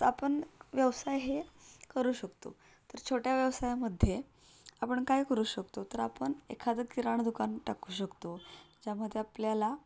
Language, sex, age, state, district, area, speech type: Marathi, female, 18-30, Maharashtra, Satara, urban, spontaneous